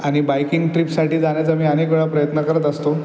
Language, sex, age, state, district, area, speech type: Marathi, male, 18-30, Maharashtra, Aurangabad, urban, spontaneous